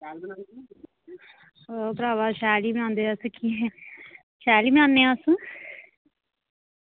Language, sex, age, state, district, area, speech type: Dogri, female, 30-45, Jammu and Kashmir, Reasi, rural, conversation